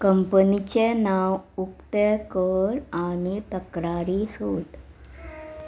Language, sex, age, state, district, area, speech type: Goan Konkani, female, 45-60, Goa, Murmgao, urban, read